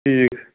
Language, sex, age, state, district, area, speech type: Kashmiri, male, 30-45, Jammu and Kashmir, Pulwama, rural, conversation